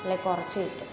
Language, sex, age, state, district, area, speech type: Malayalam, female, 18-30, Kerala, Kottayam, rural, spontaneous